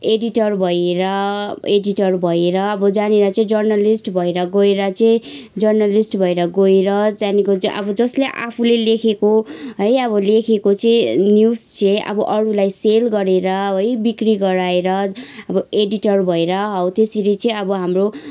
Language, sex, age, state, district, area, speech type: Nepali, female, 18-30, West Bengal, Kalimpong, rural, spontaneous